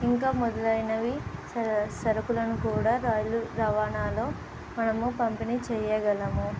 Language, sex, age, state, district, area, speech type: Telugu, female, 18-30, Telangana, Nizamabad, urban, spontaneous